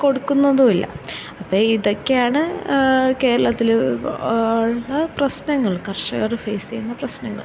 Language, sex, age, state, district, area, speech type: Malayalam, female, 18-30, Kerala, Thiruvananthapuram, urban, spontaneous